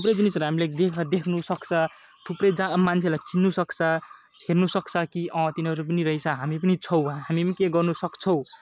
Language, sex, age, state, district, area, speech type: Nepali, male, 18-30, West Bengal, Alipurduar, urban, spontaneous